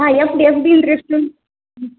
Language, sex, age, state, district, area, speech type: Sanskrit, female, 45-60, Kerala, Kasaragod, rural, conversation